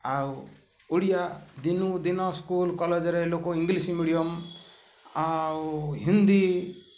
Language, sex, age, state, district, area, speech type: Odia, male, 45-60, Odisha, Ganjam, urban, spontaneous